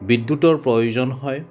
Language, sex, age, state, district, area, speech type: Assamese, male, 45-60, Assam, Sonitpur, urban, spontaneous